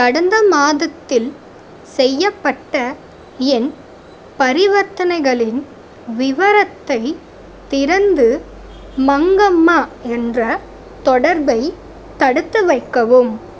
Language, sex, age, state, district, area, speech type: Tamil, female, 18-30, Tamil Nadu, Tiruvarur, urban, read